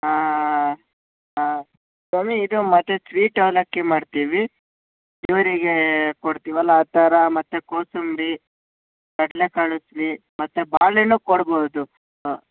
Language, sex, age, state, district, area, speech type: Kannada, male, 18-30, Karnataka, Chitradurga, urban, conversation